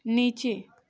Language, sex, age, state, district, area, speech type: Hindi, female, 18-30, Uttar Pradesh, Azamgarh, rural, read